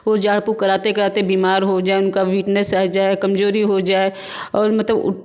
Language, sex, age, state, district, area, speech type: Hindi, female, 45-60, Uttar Pradesh, Varanasi, urban, spontaneous